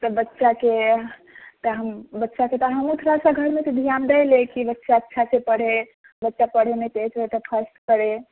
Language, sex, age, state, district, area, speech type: Maithili, female, 18-30, Bihar, Purnia, rural, conversation